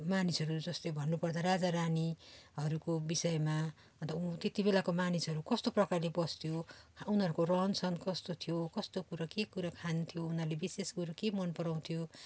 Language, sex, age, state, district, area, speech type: Nepali, female, 45-60, West Bengal, Darjeeling, rural, spontaneous